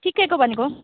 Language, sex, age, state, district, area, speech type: Nepali, female, 18-30, West Bengal, Kalimpong, rural, conversation